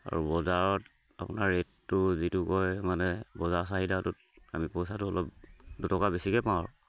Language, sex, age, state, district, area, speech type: Assamese, male, 45-60, Assam, Charaideo, rural, spontaneous